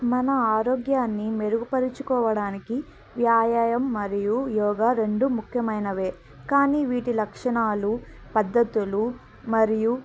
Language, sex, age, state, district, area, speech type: Telugu, female, 18-30, Andhra Pradesh, Annamaya, rural, spontaneous